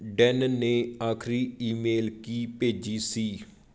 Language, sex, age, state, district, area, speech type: Punjabi, male, 30-45, Punjab, Patiala, urban, read